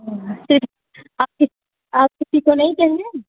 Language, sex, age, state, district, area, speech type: Hindi, female, 45-60, Uttar Pradesh, Azamgarh, rural, conversation